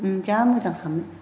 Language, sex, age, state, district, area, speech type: Bodo, female, 60+, Assam, Chirang, urban, spontaneous